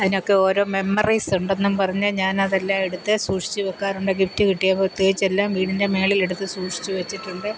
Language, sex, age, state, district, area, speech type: Malayalam, female, 60+, Kerala, Kottayam, rural, spontaneous